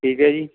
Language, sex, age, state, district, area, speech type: Punjabi, male, 30-45, Punjab, Fatehgarh Sahib, rural, conversation